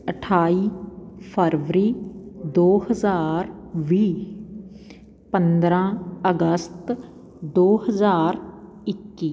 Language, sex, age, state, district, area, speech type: Punjabi, female, 45-60, Punjab, Patiala, rural, spontaneous